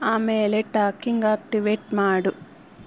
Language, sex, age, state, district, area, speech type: Kannada, female, 18-30, Karnataka, Bangalore Rural, rural, read